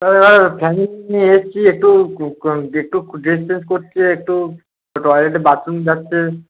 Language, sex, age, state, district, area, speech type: Bengali, male, 18-30, West Bengal, Darjeeling, rural, conversation